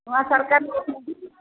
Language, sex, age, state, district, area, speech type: Odia, female, 45-60, Odisha, Gajapati, rural, conversation